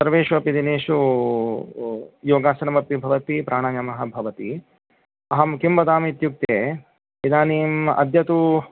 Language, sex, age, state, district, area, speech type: Sanskrit, male, 30-45, Karnataka, Davanagere, urban, conversation